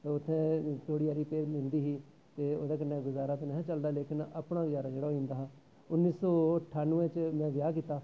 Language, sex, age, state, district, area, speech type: Dogri, male, 45-60, Jammu and Kashmir, Jammu, rural, spontaneous